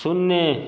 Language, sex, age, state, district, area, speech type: Hindi, male, 30-45, Bihar, Vaishali, rural, read